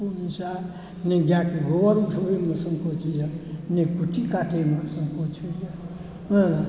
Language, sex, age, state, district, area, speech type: Maithili, male, 60+, Bihar, Supaul, rural, spontaneous